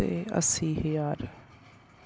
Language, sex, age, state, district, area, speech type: Punjabi, female, 30-45, Punjab, Mansa, urban, spontaneous